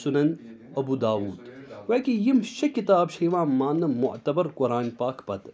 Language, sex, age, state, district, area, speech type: Kashmiri, male, 30-45, Jammu and Kashmir, Srinagar, urban, spontaneous